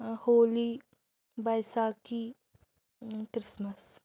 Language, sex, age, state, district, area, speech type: Kashmiri, female, 30-45, Jammu and Kashmir, Anantnag, rural, spontaneous